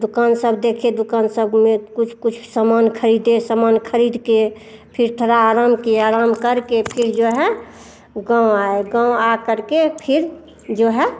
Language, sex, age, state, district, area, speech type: Hindi, female, 45-60, Bihar, Madhepura, rural, spontaneous